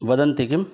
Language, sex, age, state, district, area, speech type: Sanskrit, male, 18-30, Bihar, Gaya, urban, spontaneous